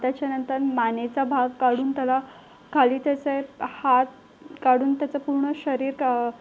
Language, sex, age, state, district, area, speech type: Marathi, female, 18-30, Maharashtra, Solapur, urban, spontaneous